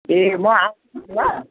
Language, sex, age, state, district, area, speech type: Nepali, female, 60+, West Bengal, Jalpaiguri, rural, conversation